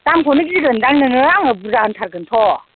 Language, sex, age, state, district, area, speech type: Bodo, female, 60+, Assam, Kokrajhar, urban, conversation